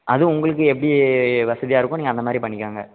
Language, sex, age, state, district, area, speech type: Tamil, male, 18-30, Tamil Nadu, Tirunelveli, rural, conversation